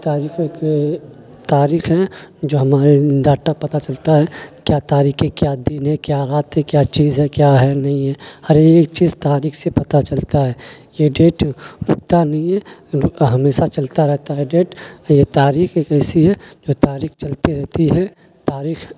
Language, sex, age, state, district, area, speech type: Urdu, male, 30-45, Bihar, Khagaria, rural, spontaneous